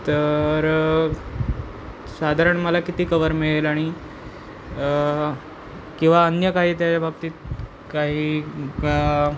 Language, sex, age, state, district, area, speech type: Marathi, male, 18-30, Maharashtra, Pune, urban, spontaneous